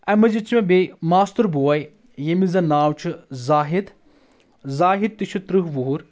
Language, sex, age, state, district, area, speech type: Kashmiri, female, 18-30, Jammu and Kashmir, Anantnag, rural, spontaneous